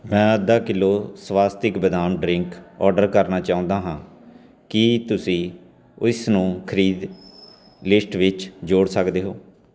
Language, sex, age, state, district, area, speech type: Punjabi, male, 45-60, Punjab, Fatehgarh Sahib, urban, read